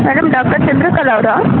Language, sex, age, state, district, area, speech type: Kannada, female, 30-45, Karnataka, Hassan, urban, conversation